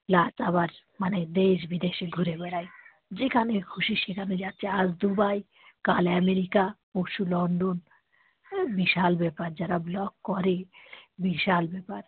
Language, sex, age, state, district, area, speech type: Bengali, female, 45-60, West Bengal, Dakshin Dinajpur, urban, conversation